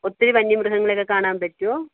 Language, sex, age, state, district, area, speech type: Malayalam, female, 30-45, Kerala, Thiruvananthapuram, rural, conversation